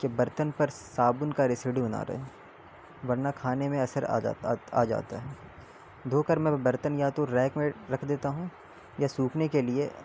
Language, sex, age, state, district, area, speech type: Urdu, male, 18-30, Delhi, North East Delhi, urban, spontaneous